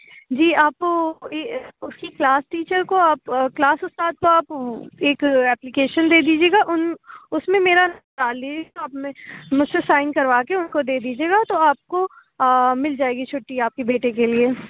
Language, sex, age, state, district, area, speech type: Urdu, female, 18-30, Uttar Pradesh, Aligarh, urban, conversation